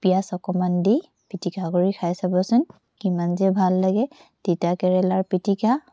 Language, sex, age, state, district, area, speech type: Assamese, female, 18-30, Assam, Tinsukia, urban, spontaneous